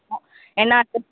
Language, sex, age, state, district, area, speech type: Tamil, female, 30-45, Tamil Nadu, Tiruvallur, urban, conversation